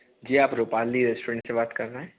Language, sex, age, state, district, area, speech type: Hindi, male, 18-30, Madhya Pradesh, Bhopal, urban, conversation